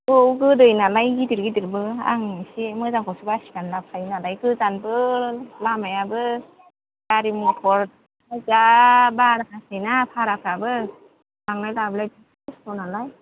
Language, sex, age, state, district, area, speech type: Bodo, female, 30-45, Assam, Kokrajhar, rural, conversation